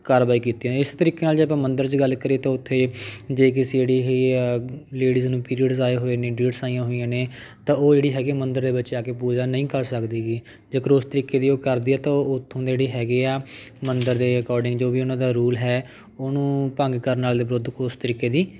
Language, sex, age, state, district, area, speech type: Punjabi, male, 30-45, Punjab, Patiala, urban, spontaneous